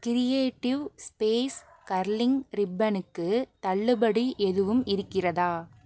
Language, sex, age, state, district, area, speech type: Tamil, female, 18-30, Tamil Nadu, Pudukkottai, rural, read